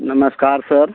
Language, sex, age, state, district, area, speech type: Hindi, male, 30-45, Uttar Pradesh, Prayagraj, rural, conversation